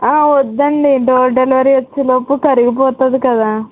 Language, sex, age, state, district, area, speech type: Telugu, female, 18-30, Andhra Pradesh, West Godavari, rural, conversation